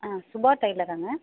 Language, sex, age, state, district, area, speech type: Tamil, female, 30-45, Tamil Nadu, Mayiladuthurai, urban, conversation